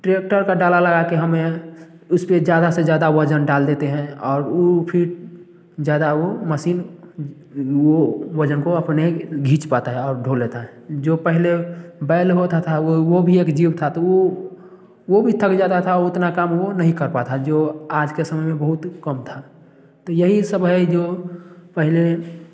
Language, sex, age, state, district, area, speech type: Hindi, male, 18-30, Bihar, Samastipur, rural, spontaneous